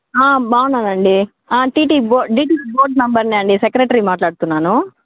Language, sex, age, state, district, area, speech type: Telugu, female, 60+, Andhra Pradesh, Chittoor, rural, conversation